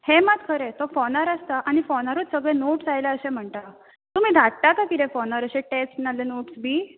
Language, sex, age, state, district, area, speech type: Goan Konkani, female, 18-30, Goa, Bardez, urban, conversation